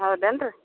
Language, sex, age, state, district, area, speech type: Kannada, female, 45-60, Karnataka, Vijayapura, rural, conversation